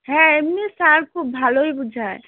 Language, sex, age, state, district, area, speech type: Bengali, female, 18-30, West Bengal, Alipurduar, rural, conversation